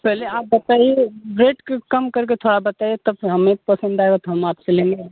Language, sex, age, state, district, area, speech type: Hindi, male, 30-45, Uttar Pradesh, Mau, rural, conversation